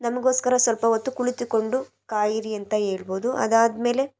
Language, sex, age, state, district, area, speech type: Kannada, female, 18-30, Karnataka, Chitradurga, urban, spontaneous